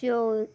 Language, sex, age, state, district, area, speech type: Goan Konkani, female, 30-45, Goa, Murmgao, rural, spontaneous